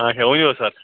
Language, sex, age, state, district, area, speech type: Kashmiri, male, 30-45, Jammu and Kashmir, Srinagar, urban, conversation